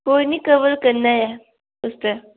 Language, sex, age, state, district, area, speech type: Dogri, female, 18-30, Jammu and Kashmir, Udhampur, rural, conversation